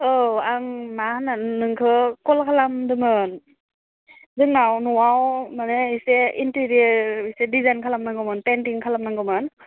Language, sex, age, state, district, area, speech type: Bodo, female, 18-30, Assam, Udalguri, urban, conversation